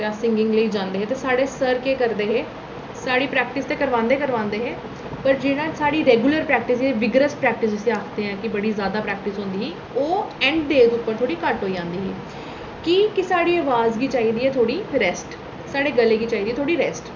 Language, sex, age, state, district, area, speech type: Dogri, female, 18-30, Jammu and Kashmir, Reasi, urban, spontaneous